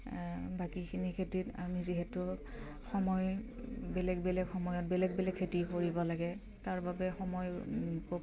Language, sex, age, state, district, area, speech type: Assamese, female, 30-45, Assam, Udalguri, rural, spontaneous